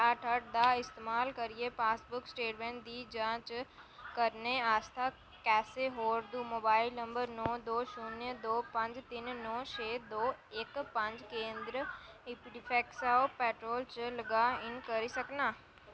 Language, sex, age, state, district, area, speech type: Dogri, female, 18-30, Jammu and Kashmir, Reasi, rural, read